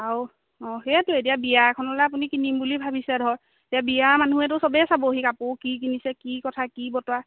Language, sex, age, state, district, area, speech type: Assamese, female, 18-30, Assam, Majuli, urban, conversation